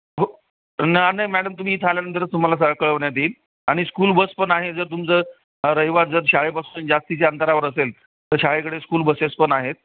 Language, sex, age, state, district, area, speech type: Marathi, male, 45-60, Maharashtra, Jalna, urban, conversation